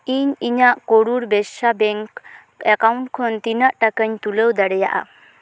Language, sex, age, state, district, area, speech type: Santali, female, 18-30, West Bengal, Purulia, rural, read